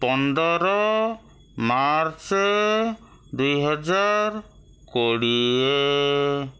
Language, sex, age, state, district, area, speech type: Odia, male, 60+, Odisha, Bhadrak, rural, spontaneous